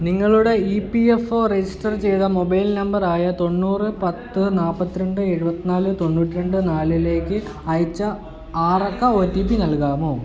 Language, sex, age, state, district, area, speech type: Malayalam, male, 18-30, Kerala, Kottayam, rural, read